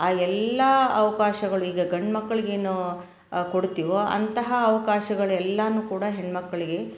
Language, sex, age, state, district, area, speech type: Kannada, female, 45-60, Karnataka, Koppal, rural, spontaneous